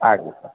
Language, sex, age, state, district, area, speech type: Kannada, male, 45-60, Karnataka, Koppal, rural, conversation